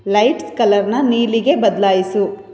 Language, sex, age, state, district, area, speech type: Kannada, female, 45-60, Karnataka, Chitradurga, urban, read